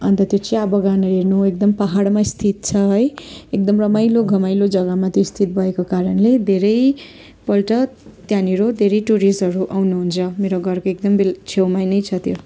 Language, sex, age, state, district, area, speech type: Nepali, female, 30-45, West Bengal, Darjeeling, rural, spontaneous